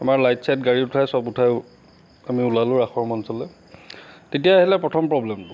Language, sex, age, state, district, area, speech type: Assamese, male, 45-60, Assam, Lakhimpur, rural, spontaneous